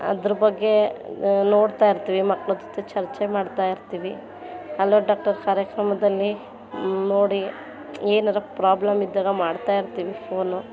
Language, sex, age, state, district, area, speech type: Kannada, female, 30-45, Karnataka, Mandya, urban, spontaneous